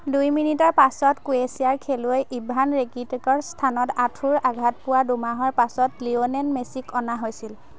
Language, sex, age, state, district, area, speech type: Assamese, female, 18-30, Assam, Majuli, urban, read